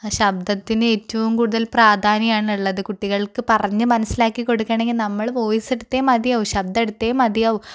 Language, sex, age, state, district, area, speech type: Malayalam, female, 18-30, Kerala, Malappuram, rural, spontaneous